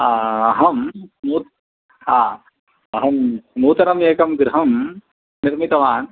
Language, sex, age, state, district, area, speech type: Sanskrit, male, 45-60, Tamil Nadu, Kanchipuram, urban, conversation